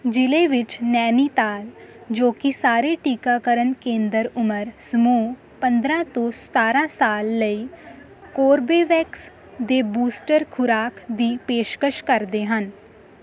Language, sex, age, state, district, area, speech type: Punjabi, female, 18-30, Punjab, Hoshiarpur, rural, read